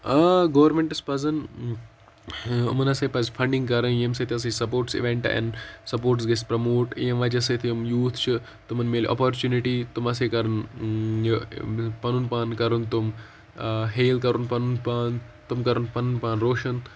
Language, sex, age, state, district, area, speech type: Kashmiri, male, 18-30, Jammu and Kashmir, Kupwara, rural, spontaneous